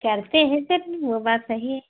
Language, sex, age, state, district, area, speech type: Hindi, female, 30-45, Uttar Pradesh, Hardoi, rural, conversation